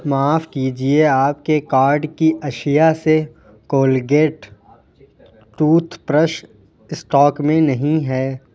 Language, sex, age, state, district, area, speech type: Urdu, male, 18-30, Uttar Pradesh, Lucknow, urban, read